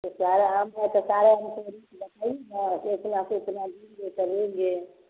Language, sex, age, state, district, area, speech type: Hindi, female, 30-45, Bihar, Samastipur, rural, conversation